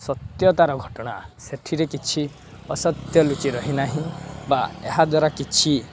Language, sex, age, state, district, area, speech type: Odia, male, 18-30, Odisha, Balangir, urban, spontaneous